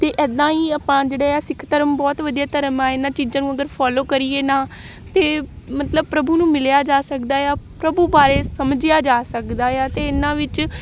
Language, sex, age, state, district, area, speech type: Punjabi, female, 18-30, Punjab, Amritsar, urban, spontaneous